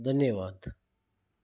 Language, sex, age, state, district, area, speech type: Sindhi, male, 30-45, Gujarat, Kutch, rural, spontaneous